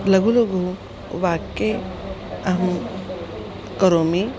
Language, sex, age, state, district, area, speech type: Sanskrit, female, 45-60, Maharashtra, Nagpur, urban, spontaneous